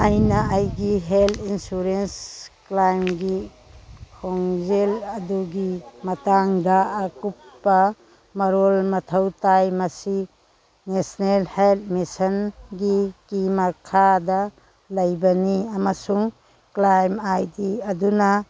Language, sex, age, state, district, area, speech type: Manipuri, female, 60+, Manipur, Churachandpur, urban, read